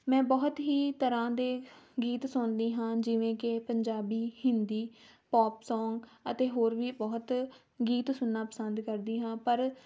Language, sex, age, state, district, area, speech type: Punjabi, female, 18-30, Punjab, Tarn Taran, rural, spontaneous